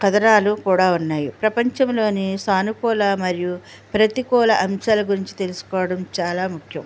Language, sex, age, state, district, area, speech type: Telugu, female, 60+, Andhra Pradesh, West Godavari, rural, spontaneous